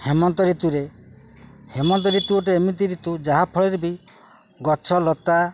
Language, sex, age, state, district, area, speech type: Odia, male, 45-60, Odisha, Jagatsinghpur, urban, spontaneous